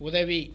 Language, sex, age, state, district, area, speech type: Tamil, male, 60+, Tamil Nadu, Viluppuram, rural, read